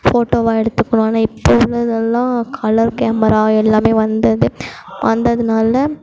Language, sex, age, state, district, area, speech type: Tamil, female, 18-30, Tamil Nadu, Mayiladuthurai, urban, spontaneous